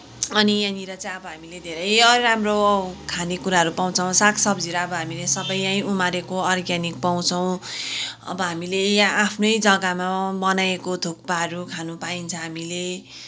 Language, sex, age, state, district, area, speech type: Nepali, female, 45-60, West Bengal, Kalimpong, rural, spontaneous